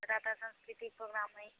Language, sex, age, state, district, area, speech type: Maithili, female, 18-30, Bihar, Purnia, rural, conversation